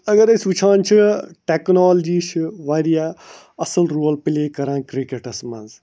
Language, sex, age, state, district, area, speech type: Kashmiri, male, 60+, Jammu and Kashmir, Ganderbal, rural, spontaneous